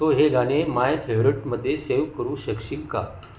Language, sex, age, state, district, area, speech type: Marathi, male, 45-60, Maharashtra, Buldhana, rural, read